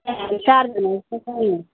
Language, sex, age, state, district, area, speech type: Nepali, female, 45-60, West Bengal, Alipurduar, rural, conversation